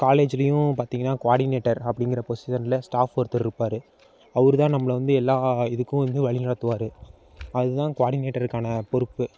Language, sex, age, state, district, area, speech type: Tamil, male, 18-30, Tamil Nadu, Mayiladuthurai, urban, spontaneous